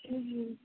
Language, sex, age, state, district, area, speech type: Hindi, female, 18-30, Uttar Pradesh, Ghazipur, rural, conversation